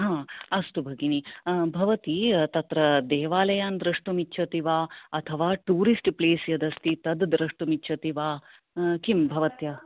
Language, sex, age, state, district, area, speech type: Sanskrit, female, 30-45, Kerala, Ernakulam, urban, conversation